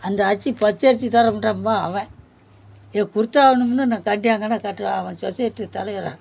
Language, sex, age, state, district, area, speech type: Tamil, male, 60+, Tamil Nadu, Perambalur, rural, spontaneous